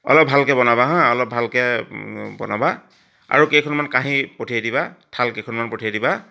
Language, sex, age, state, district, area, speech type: Assamese, male, 60+, Assam, Charaideo, rural, spontaneous